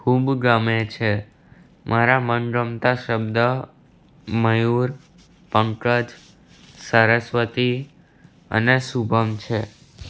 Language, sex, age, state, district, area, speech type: Gujarati, male, 18-30, Gujarat, Anand, rural, spontaneous